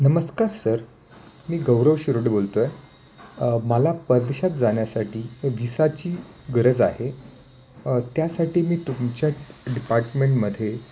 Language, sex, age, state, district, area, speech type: Marathi, male, 30-45, Maharashtra, Nashik, urban, spontaneous